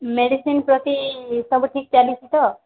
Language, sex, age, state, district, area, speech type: Odia, female, 18-30, Odisha, Subarnapur, urban, conversation